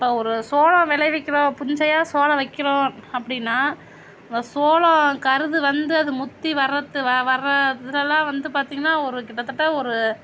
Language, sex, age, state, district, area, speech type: Tamil, female, 45-60, Tamil Nadu, Sivaganga, rural, spontaneous